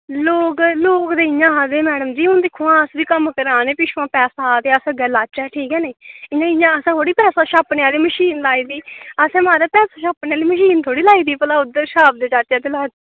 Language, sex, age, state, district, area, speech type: Dogri, female, 18-30, Jammu and Kashmir, Kathua, rural, conversation